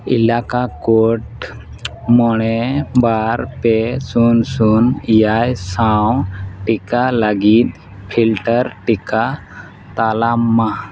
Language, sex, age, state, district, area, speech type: Santali, male, 30-45, Jharkhand, East Singhbhum, rural, read